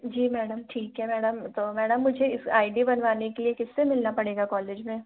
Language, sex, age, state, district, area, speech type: Hindi, female, 30-45, Rajasthan, Jaipur, urban, conversation